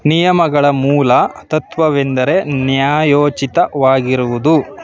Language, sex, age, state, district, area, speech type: Kannada, male, 30-45, Karnataka, Chamarajanagar, rural, read